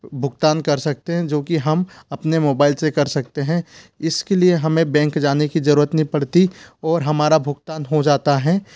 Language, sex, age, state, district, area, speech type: Hindi, male, 60+, Madhya Pradesh, Bhopal, urban, spontaneous